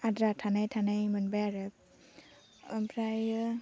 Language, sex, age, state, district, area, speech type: Bodo, female, 18-30, Assam, Baksa, rural, spontaneous